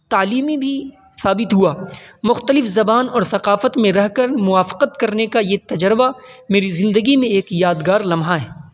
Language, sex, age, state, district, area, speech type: Urdu, male, 18-30, Uttar Pradesh, Saharanpur, urban, spontaneous